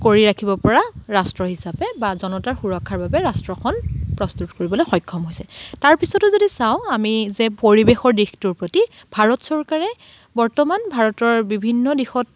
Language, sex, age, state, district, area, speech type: Assamese, female, 30-45, Assam, Dibrugarh, rural, spontaneous